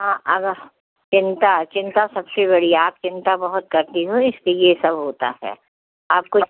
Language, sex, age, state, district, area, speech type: Hindi, female, 60+, Madhya Pradesh, Jabalpur, urban, conversation